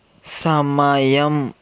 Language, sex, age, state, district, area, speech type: Telugu, male, 18-30, Andhra Pradesh, Eluru, urban, read